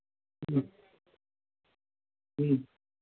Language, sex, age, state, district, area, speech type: Malayalam, male, 60+, Kerala, Alappuzha, rural, conversation